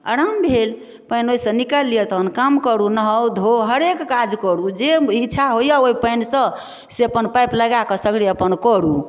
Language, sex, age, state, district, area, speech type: Maithili, female, 45-60, Bihar, Darbhanga, rural, spontaneous